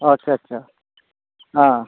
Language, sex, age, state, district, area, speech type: Bengali, male, 60+, West Bengal, Howrah, urban, conversation